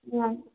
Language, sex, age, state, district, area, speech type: Kannada, female, 30-45, Karnataka, Kolar, rural, conversation